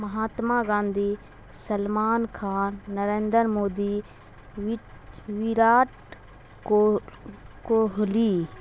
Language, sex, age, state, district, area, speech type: Urdu, female, 45-60, Bihar, Darbhanga, rural, spontaneous